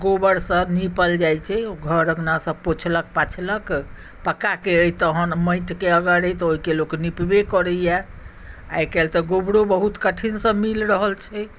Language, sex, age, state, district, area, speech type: Maithili, female, 60+, Bihar, Madhubani, rural, spontaneous